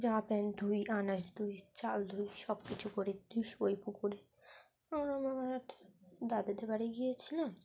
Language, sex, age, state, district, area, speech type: Bengali, female, 18-30, West Bengal, Dakshin Dinajpur, urban, spontaneous